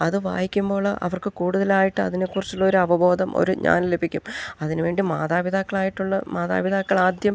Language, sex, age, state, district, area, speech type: Malayalam, female, 45-60, Kerala, Idukki, rural, spontaneous